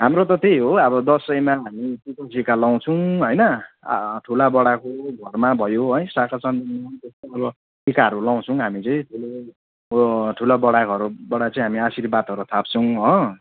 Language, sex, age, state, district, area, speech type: Nepali, male, 30-45, West Bengal, Jalpaiguri, rural, conversation